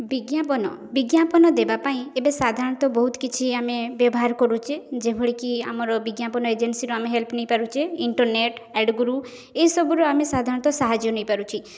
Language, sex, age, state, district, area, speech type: Odia, female, 18-30, Odisha, Mayurbhanj, rural, spontaneous